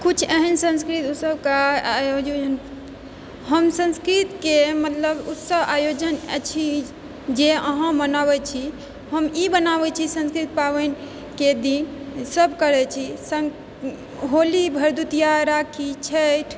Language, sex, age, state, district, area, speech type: Maithili, female, 30-45, Bihar, Purnia, rural, spontaneous